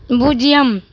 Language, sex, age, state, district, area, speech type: Tamil, female, 45-60, Tamil Nadu, Tiruchirappalli, rural, read